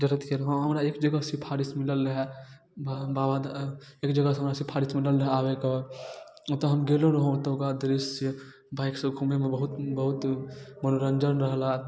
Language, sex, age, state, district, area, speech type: Maithili, male, 18-30, Bihar, Darbhanga, rural, spontaneous